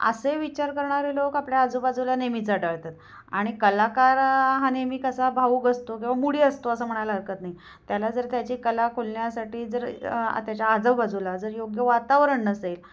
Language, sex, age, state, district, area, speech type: Marathi, female, 45-60, Maharashtra, Kolhapur, rural, spontaneous